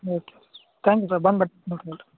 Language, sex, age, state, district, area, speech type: Kannada, male, 30-45, Karnataka, Raichur, rural, conversation